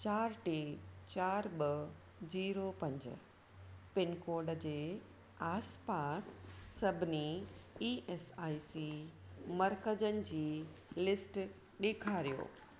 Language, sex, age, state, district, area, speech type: Sindhi, female, 45-60, Maharashtra, Thane, urban, read